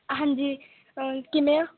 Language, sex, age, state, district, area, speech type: Punjabi, female, 18-30, Punjab, Mansa, rural, conversation